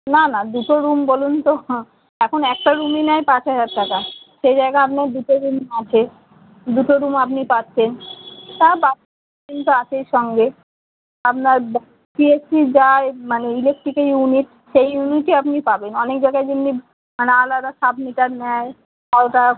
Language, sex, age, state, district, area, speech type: Bengali, female, 45-60, West Bengal, Kolkata, urban, conversation